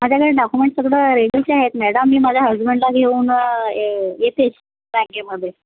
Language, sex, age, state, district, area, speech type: Marathi, female, 60+, Maharashtra, Nagpur, rural, conversation